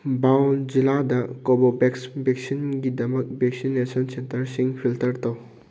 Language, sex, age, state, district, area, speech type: Manipuri, male, 18-30, Manipur, Thoubal, rural, read